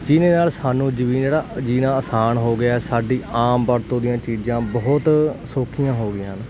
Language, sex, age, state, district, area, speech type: Punjabi, male, 18-30, Punjab, Hoshiarpur, rural, spontaneous